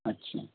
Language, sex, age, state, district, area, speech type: Bengali, male, 30-45, West Bengal, Howrah, urban, conversation